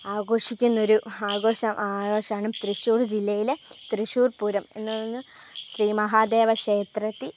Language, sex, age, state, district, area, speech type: Malayalam, female, 18-30, Kerala, Kottayam, rural, spontaneous